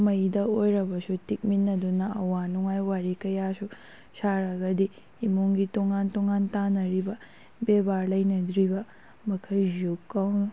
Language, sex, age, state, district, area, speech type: Manipuri, female, 18-30, Manipur, Kakching, rural, spontaneous